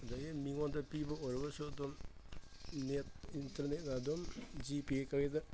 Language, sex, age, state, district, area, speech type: Manipuri, male, 60+, Manipur, Imphal East, urban, spontaneous